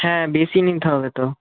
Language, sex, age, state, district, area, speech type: Bengali, male, 18-30, West Bengal, Purba Medinipur, rural, conversation